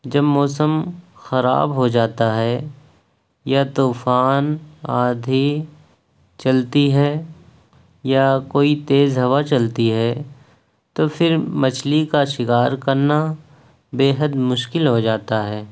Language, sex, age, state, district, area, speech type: Urdu, male, 18-30, Uttar Pradesh, Ghaziabad, urban, spontaneous